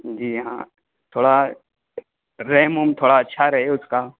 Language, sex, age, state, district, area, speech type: Urdu, male, 18-30, Uttar Pradesh, Saharanpur, urban, conversation